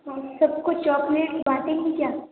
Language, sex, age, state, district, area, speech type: Hindi, female, 18-30, Rajasthan, Jodhpur, urban, conversation